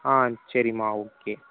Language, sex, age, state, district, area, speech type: Tamil, male, 18-30, Tamil Nadu, Mayiladuthurai, urban, conversation